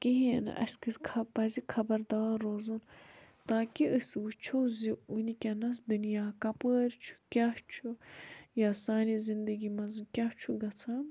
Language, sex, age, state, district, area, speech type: Kashmiri, female, 18-30, Jammu and Kashmir, Budgam, rural, spontaneous